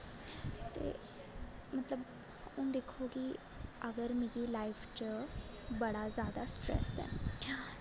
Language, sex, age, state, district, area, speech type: Dogri, female, 18-30, Jammu and Kashmir, Jammu, rural, spontaneous